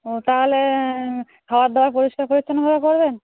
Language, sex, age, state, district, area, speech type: Bengali, female, 30-45, West Bengal, Darjeeling, urban, conversation